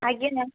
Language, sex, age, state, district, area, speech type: Odia, female, 30-45, Odisha, Sambalpur, rural, conversation